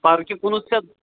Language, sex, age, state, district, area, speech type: Kashmiri, male, 30-45, Jammu and Kashmir, Anantnag, rural, conversation